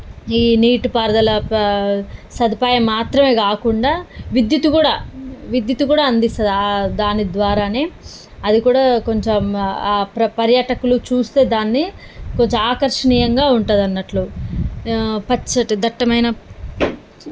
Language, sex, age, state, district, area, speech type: Telugu, female, 30-45, Telangana, Nalgonda, rural, spontaneous